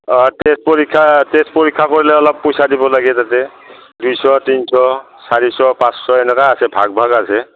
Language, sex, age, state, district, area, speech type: Assamese, male, 60+, Assam, Udalguri, rural, conversation